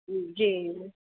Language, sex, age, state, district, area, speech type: Maithili, female, 30-45, Bihar, Supaul, rural, conversation